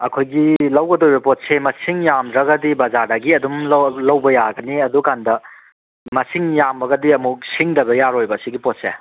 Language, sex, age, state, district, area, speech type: Manipuri, male, 30-45, Manipur, Kangpokpi, urban, conversation